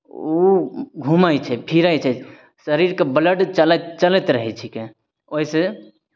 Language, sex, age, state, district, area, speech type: Maithili, male, 30-45, Bihar, Begusarai, urban, spontaneous